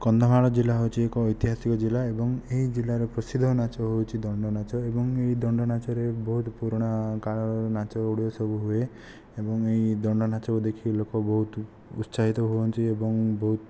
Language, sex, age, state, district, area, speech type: Odia, male, 18-30, Odisha, Kandhamal, rural, spontaneous